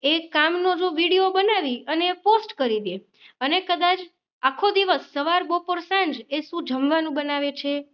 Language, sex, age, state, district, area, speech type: Gujarati, female, 30-45, Gujarat, Rajkot, urban, spontaneous